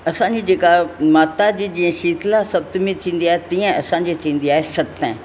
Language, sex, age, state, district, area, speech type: Sindhi, female, 60+, Rajasthan, Ajmer, urban, spontaneous